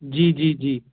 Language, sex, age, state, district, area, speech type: Hindi, male, 18-30, Madhya Pradesh, Gwalior, urban, conversation